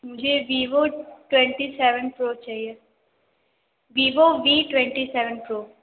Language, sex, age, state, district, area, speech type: Hindi, female, 18-30, Uttar Pradesh, Sonbhadra, rural, conversation